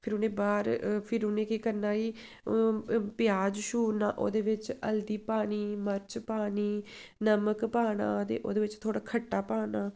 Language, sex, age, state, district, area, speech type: Dogri, female, 18-30, Jammu and Kashmir, Samba, rural, spontaneous